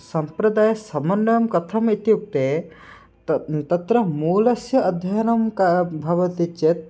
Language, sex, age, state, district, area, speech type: Sanskrit, male, 18-30, Odisha, Puri, urban, spontaneous